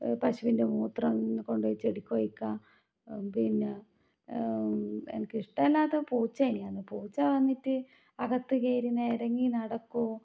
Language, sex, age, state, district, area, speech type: Malayalam, female, 30-45, Kerala, Kannur, rural, spontaneous